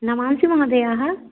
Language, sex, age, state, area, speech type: Sanskrit, female, 30-45, Rajasthan, rural, conversation